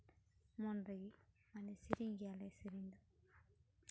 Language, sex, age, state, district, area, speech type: Santali, female, 18-30, West Bengal, Uttar Dinajpur, rural, spontaneous